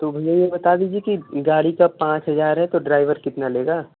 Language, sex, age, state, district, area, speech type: Hindi, male, 18-30, Uttar Pradesh, Mau, rural, conversation